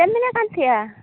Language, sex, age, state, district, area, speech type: Santali, female, 30-45, West Bengal, Purba Bardhaman, rural, conversation